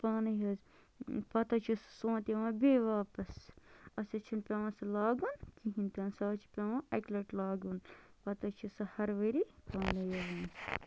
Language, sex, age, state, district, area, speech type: Kashmiri, female, 18-30, Jammu and Kashmir, Bandipora, rural, spontaneous